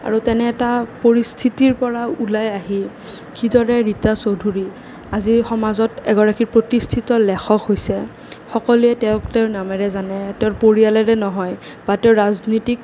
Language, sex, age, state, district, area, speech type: Assamese, male, 18-30, Assam, Nalbari, urban, spontaneous